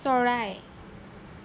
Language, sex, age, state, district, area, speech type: Assamese, female, 18-30, Assam, Jorhat, urban, read